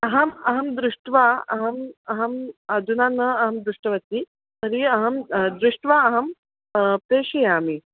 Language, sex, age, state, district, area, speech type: Sanskrit, female, 45-60, Maharashtra, Nagpur, urban, conversation